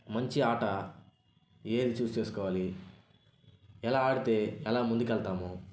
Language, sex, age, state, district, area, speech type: Telugu, male, 18-30, Andhra Pradesh, Sri Balaji, rural, spontaneous